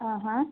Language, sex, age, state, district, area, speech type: Kannada, female, 18-30, Karnataka, Hassan, rural, conversation